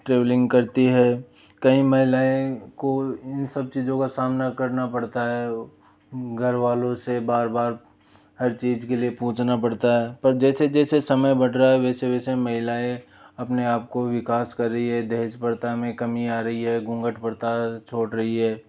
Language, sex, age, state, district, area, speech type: Hindi, male, 18-30, Rajasthan, Jaipur, urban, spontaneous